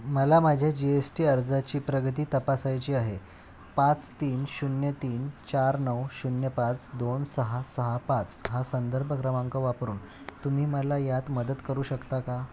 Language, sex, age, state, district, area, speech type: Marathi, male, 30-45, Maharashtra, Ratnagiri, urban, read